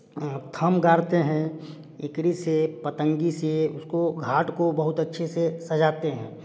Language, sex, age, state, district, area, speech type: Hindi, male, 30-45, Bihar, Samastipur, urban, spontaneous